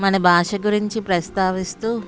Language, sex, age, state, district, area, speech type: Telugu, female, 30-45, Andhra Pradesh, Anakapalli, urban, spontaneous